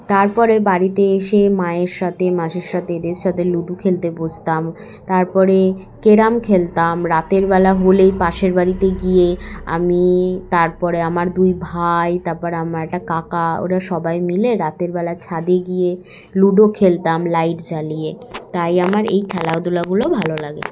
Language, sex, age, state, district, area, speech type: Bengali, female, 18-30, West Bengal, Hooghly, urban, spontaneous